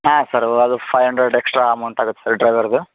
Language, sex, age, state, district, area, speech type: Kannada, male, 30-45, Karnataka, Raichur, rural, conversation